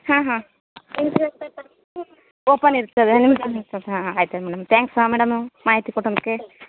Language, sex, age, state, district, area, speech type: Kannada, female, 30-45, Karnataka, Uttara Kannada, rural, conversation